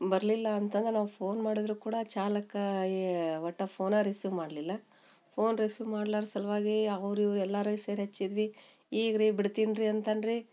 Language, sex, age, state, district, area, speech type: Kannada, female, 45-60, Karnataka, Gadag, rural, spontaneous